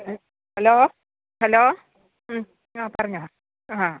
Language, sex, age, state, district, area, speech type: Malayalam, female, 45-60, Kerala, Idukki, rural, conversation